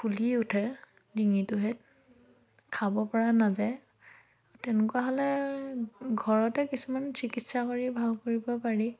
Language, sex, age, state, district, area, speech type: Assamese, female, 30-45, Assam, Dhemaji, rural, spontaneous